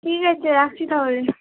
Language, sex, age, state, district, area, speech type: Bengali, female, 18-30, West Bengal, Purba Bardhaman, urban, conversation